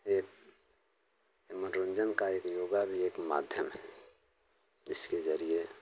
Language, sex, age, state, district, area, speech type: Hindi, male, 45-60, Uttar Pradesh, Mau, rural, spontaneous